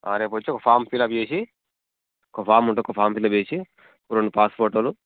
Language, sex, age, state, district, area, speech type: Telugu, male, 30-45, Telangana, Jangaon, rural, conversation